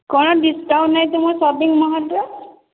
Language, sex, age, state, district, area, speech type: Odia, female, 30-45, Odisha, Boudh, rural, conversation